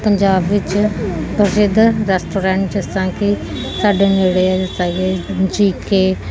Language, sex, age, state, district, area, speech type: Punjabi, female, 30-45, Punjab, Gurdaspur, urban, spontaneous